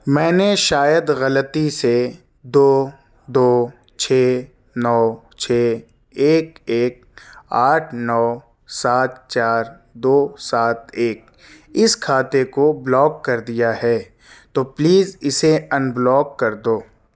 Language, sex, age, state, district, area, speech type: Urdu, male, 30-45, Delhi, South Delhi, urban, read